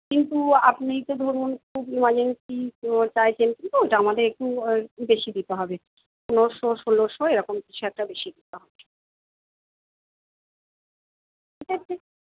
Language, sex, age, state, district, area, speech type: Bengali, female, 45-60, West Bengal, Purba Bardhaman, urban, conversation